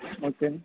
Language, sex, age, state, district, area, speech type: Sanskrit, male, 18-30, Odisha, Angul, rural, conversation